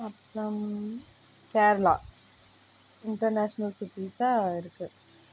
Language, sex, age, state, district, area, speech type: Tamil, female, 30-45, Tamil Nadu, Coimbatore, rural, spontaneous